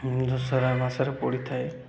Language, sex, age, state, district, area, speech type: Odia, male, 18-30, Odisha, Koraput, urban, spontaneous